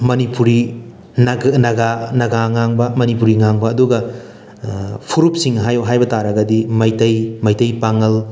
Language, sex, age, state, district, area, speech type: Manipuri, male, 30-45, Manipur, Thoubal, rural, spontaneous